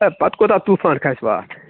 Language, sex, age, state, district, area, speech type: Kashmiri, male, 30-45, Jammu and Kashmir, Kupwara, rural, conversation